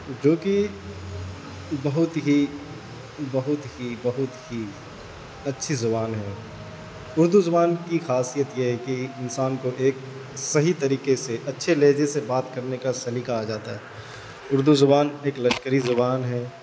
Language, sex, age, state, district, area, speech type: Urdu, male, 18-30, Bihar, Saharsa, urban, spontaneous